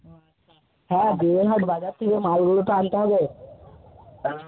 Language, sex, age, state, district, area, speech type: Bengali, male, 18-30, West Bengal, Cooch Behar, urban, conversation